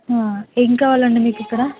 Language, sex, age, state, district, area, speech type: Telugu, female, 18-30, Telangana, Hyderabad, urban, conversation